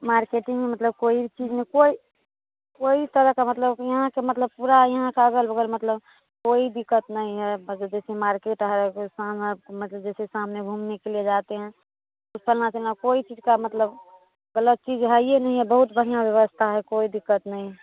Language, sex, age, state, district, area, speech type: Hindi, female, 18-30, Bihar, Madhepura, rural, conversation